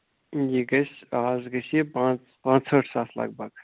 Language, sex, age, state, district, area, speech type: Kashmiri, male, 18-30, Jammu and Kashmir, Anantnag, urban, conversation